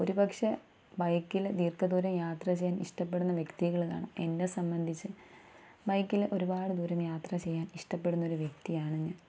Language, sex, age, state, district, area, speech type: Malayalam, female, 18-30, Kerala, Thiruvananthapuram, rural, spontaneous